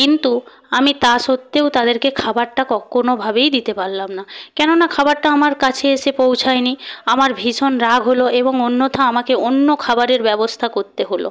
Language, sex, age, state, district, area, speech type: Bengali, female, 45-60, West Bengal, Purba Medinipur, rural, spontaneous